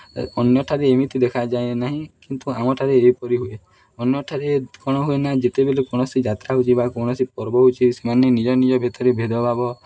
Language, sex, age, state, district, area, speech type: Odia, male, 18-30, Odisha, Nuapada, urban, spontaneous